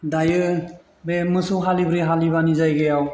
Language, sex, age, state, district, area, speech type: Bodo, male, 45-60, Assam, Chirang, rural, spontaneous